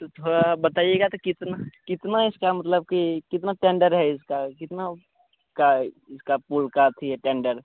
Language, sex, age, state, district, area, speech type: Hindi, male, 18-30, Bihar, Begusarai, rural, conversation